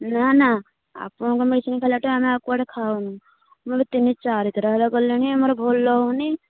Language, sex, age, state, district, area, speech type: Odia, female, 30-45, Odisha, Nayagarh, rural, conversation